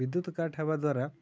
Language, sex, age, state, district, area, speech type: Odia, male, 18-30, Odisha, Mayurbhanj, rural, spontaneous